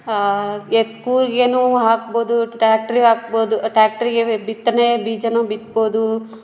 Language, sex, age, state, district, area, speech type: Kannada, female, 60+, Karnataka, Chitradurga, rural, spontaneous